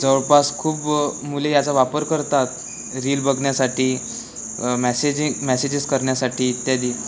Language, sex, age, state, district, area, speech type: Marathi, male, 18-30, Maharashtra, Wardha, urban, spontaneous